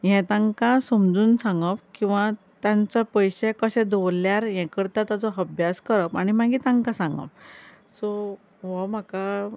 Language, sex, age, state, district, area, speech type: Goan Konkani, female, 45-60, Goa, Ponda, rural, spontaneous